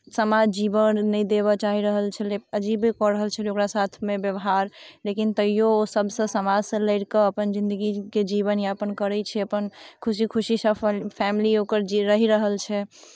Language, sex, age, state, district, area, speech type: Maithili, female, 18-30, Bihar, Muzaffarpur, urban, spontaneous